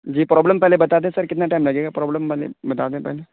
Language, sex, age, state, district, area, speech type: Urdu, male, 18-30, Uttar Pradesh, Saharanpur, urban, conversation